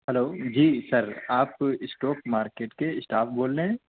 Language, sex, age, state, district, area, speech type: Urdu, male, 18-30, Delhi, North West Delhi, urban, conversation